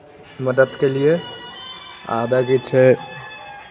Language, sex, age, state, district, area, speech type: Maithili, male, 30-45, Bihar, Begusarai, urban, spontaneous